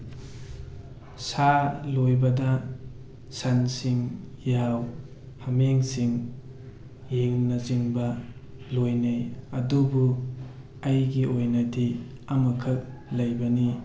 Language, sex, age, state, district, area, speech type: Manipuri, male, 30-45, Manipur, Tengnoupal, urban, spontaneous